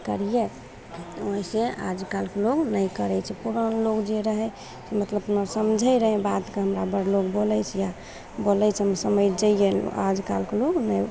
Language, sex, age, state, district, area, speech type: Maithili, female, 18-30, Bihar, Begusarai, rural, spontaneous